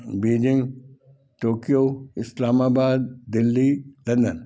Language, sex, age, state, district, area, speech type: Hindi, male, 60+, Madhya Pradesh, Gwalior, rural, spontaneous